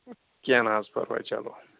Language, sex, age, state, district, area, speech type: Kashmiri, male, 18-30, Jammu and Kashmir, Shopian, urban, conversation